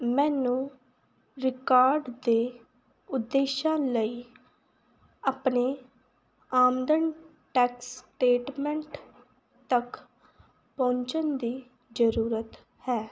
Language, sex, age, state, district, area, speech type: Punjabi, female, 18-30, Punjab, Fazilka, rural, read